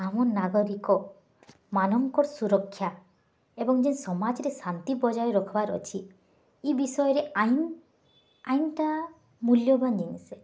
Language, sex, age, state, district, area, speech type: Odia, female, 18-30, Odisha, Bargarh, urban, spontaneous